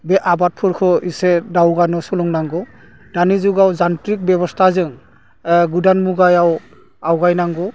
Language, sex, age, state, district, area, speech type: Bodo, male, 45-60, Assam, Udalguri, rural, spontaneous